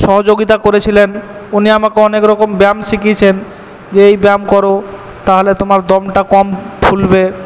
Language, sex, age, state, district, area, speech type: Bengali, male, 18-30, West Bengal, Purba Bardhaman, urban, spontaneous